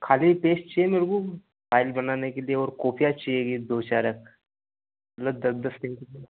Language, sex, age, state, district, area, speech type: Hindi, male, 18-30, Madhya Pradesh, Ujjain, urban, conversation